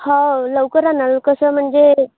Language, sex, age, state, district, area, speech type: Marathi, female, 18-30, Maharashtra, Bhandara, rural, conversation